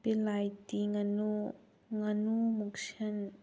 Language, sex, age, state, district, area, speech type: Manipuri, female, 30-45, Manipur, Tengnoupal, urban, spontaneous